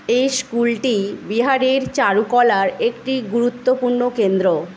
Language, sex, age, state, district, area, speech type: Bengali, female, 30-45, West Bengal, Paschim Medinipur, rural, read